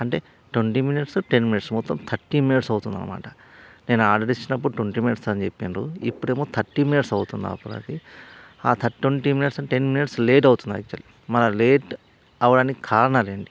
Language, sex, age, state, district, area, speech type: Telugu, male, 30-45, Telangana, Karimnagar, rural, spontaneous